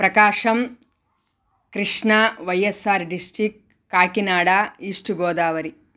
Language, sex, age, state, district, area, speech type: Telugu, female, 30-45, Andhra Pradesh, Sri Balaji, urban, spontaneous